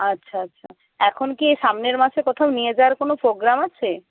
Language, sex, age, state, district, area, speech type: Bengali, female, 18-30, West Bengal, Jhargram, rural, conversation